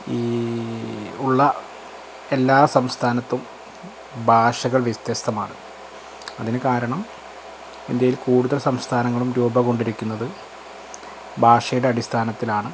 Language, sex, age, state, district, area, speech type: Malayalam, male, 30-45, Kerala, Malappuram, rural, spontaneous